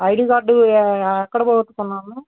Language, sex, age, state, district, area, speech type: Telugu, male, 18-30, Andhra Pradesh, Guntur, urban, conversation